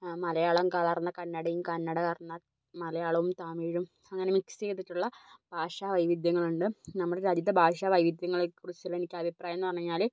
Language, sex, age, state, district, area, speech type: Malayalam, female, 18-30, Kerala, Wayanad, rural, spontaneous